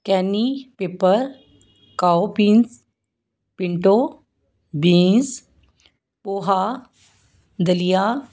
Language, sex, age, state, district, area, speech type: Punjabi, female, 60+, Punjab, Fazilka, rural, spontaneous